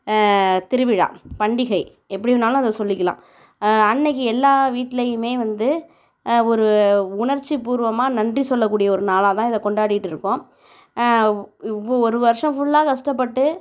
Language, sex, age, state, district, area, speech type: Tamil, female, 30-45, Tamil Nadu, Tiruvarur, rural, spontaneous